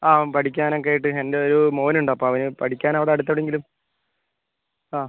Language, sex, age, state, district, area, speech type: Malayalam, male, 30-45, Kerala, Kozhikode, urban, conversation